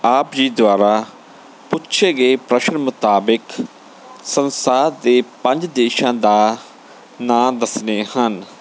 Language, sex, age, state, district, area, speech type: Punjabi, male, 30-45, Punjab, Bathinda, urban, spontaneous